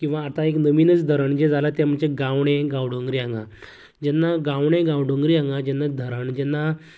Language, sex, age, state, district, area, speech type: Goan Konkani, male, 18-30, Goa, Canacona, rural, spontaneous